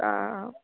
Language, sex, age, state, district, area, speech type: Bengali, female, 45-60, West Bengal, Darjeeling, rural, conversation